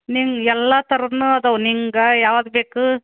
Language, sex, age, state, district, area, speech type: Kannada, female, 45-60, Karnataka, Gadag, rural, conversation